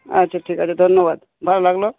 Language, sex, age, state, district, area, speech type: Bengali, male, 60+, West Bengal, Purba Bardhaman, urban, conversation